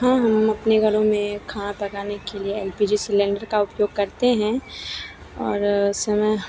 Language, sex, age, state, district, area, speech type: Hindi, female, 18-30, Bihar, Begusarai, rural, spontaneous